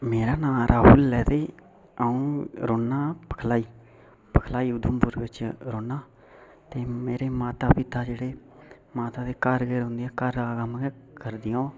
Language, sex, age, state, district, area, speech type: Dogri, male, 18-30, Jammu and Kashmir, Udhampur, rural, spontaneous